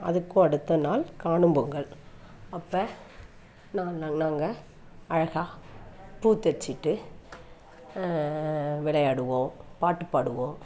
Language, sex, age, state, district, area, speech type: Tamil, female, 60+, Tamil Nadu, Thanjavur, urban, spontaneous